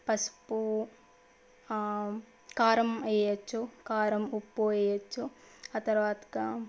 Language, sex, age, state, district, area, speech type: Telugu, female, 18-30, Telangana, Medchal, urban, spontaneous